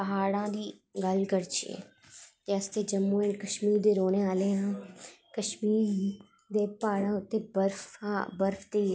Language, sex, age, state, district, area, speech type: Dogri, female, 30-45, Jammu and Kashmir, Jammu, urban, spontaneous